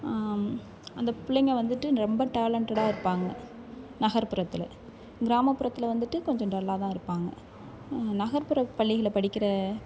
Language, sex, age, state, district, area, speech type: Tamil, female, 18-30, Tamil Nadu, Thanjavur, rural, spontaneous